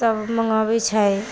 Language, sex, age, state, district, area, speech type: Maithili, female, 18-30, Bihar, Samastipur, urban, spontaneous